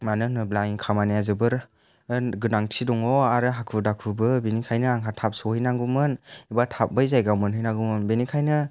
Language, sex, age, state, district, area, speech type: Bodo, male, 60+, Assam, Chirang, urban, spontaneous